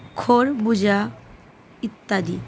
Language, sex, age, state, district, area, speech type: Bengali, female, 18-30, West Bengal, Howrah, urban, spontaneous